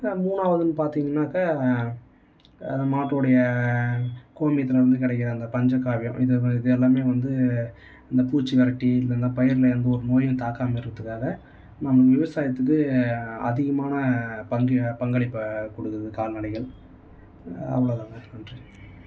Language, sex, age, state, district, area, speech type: Tamil, male, 18-30, Tamil Nadu, Tiruvannamalai, urban, spontaneous